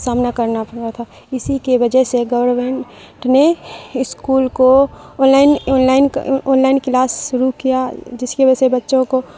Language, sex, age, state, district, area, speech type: Urdu, female, 30-45, Bihar, Supaul, rural, spontaneous